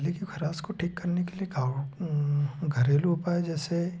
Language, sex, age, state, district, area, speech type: Hindi, male, 18-30, Madhya Pradesh, Betul, rural, spontaneous